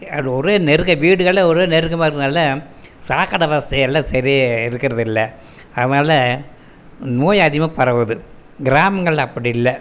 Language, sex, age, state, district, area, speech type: Tamil, male, 60+, Tamil Nadu, Erode, rural, spontaneous